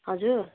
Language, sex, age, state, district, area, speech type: Nepali, female, 18-30, West Bengal, Kalimpong, rural, conversation